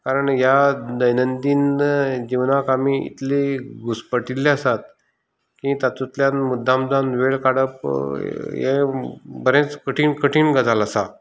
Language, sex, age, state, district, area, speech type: Goan Konkani, male, 45-60, Goa, Canacona, rural, spontaneous